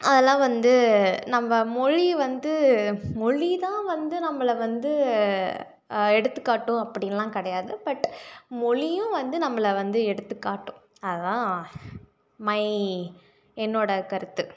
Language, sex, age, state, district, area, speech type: Tamil, female, 18-30, Tamil Nadu, Salem, urban, spontaneous